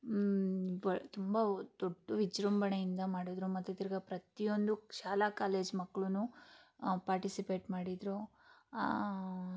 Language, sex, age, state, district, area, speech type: Kannada, female, 18-30, Karnataka, Chikkaballapur, rural, spontaneous